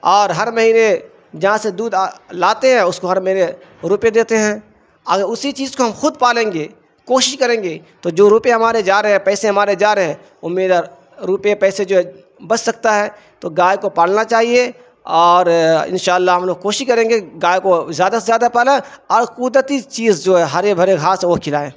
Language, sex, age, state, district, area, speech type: Urdu, male, 45-60, Bihar, Darbhanga, rural, spontaneous